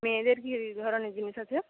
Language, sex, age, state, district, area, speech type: Bengali, female, 45-60, West Bengal, Bankura, rural, conversation